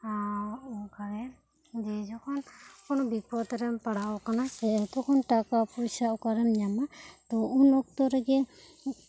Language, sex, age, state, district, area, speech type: Santali, female, 18-30, West Bengal, Bankura, rural, spontaneous